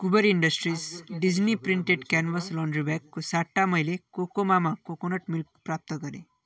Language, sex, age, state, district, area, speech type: Nepali, male, 45-60, West Bengal, Darjeeling, rural, read